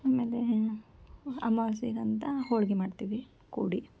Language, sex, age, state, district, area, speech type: Kannada, female, 18-30, Karnataka, Koppal, urban, spontaneous